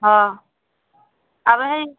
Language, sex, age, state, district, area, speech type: Assamese, female, 30-45, Assam, Barpeta, rural, conversation